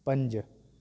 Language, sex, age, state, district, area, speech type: Sindhi, male, 30-45, Delhi, South Delhi, urban, read